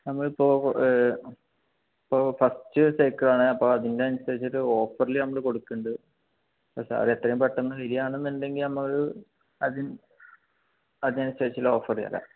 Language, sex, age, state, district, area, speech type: Malayalam, male, 18-30, Kerala, Palakkad, rural, conversation